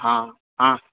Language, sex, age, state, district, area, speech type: Maithili, male, 30-45, Bihar, Purnia, rural, conversation